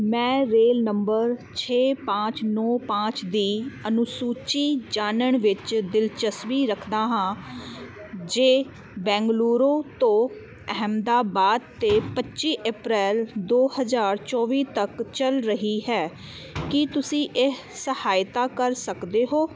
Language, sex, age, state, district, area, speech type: Punjabi, female, 30-45, Punjab, Kapurthala, urban, read